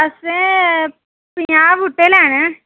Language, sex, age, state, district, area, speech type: Dogri, female, 30-45, Jammu and Kashmir, Reasi, rural, conversation